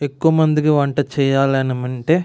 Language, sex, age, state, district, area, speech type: Telugu, male, 18-30, Andhra Pradesh, West Godavari, rural, spontaneous